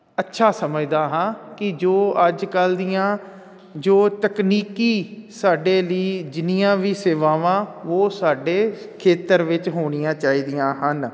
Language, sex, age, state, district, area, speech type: Punjabi, male, 45-60, Punjab, Jalandhar, urban, spontaneous